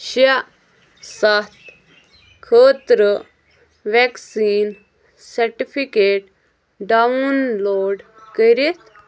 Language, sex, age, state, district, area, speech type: Kashmiri, female, 18-30, Jammu and Kashmir, Bandipora, rural, read